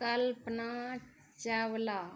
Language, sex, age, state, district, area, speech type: Maithili, female, 60+, Bihar, Purnia, rural, spontaneous